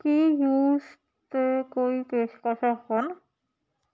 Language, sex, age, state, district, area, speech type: Punjabi, female, 45-60, Punjab, Shaheed Bhagat Singh Nagar, rural, read